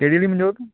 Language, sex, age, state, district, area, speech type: Punjabi, male, 18-30, Punjab, Hoshiarpur, urban, conversation